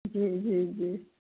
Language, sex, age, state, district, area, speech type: Sindhi, female, 45-60, Uttar Pradesh, Lucknow, rural, conversation